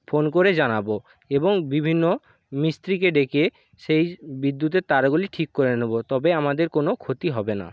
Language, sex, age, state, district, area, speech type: Bengali, male, 45-60, West Bengal, Purba Medinipur, rural, spontaneous